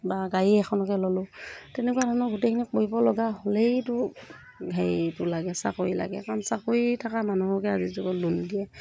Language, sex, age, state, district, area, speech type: Assamese, female, 30-45, Assam, Morigaon, rural, spontaneous